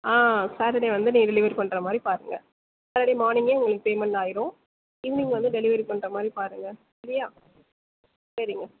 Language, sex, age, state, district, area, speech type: Tamil, female, 30-45, Tamil Nadu, Sivaganga, rural, conversation